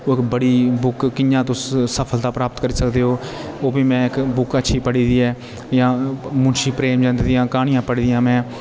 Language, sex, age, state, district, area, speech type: Dogri, male, 30-45, Jammu and Kashmir, Jammu, rural, spontaneous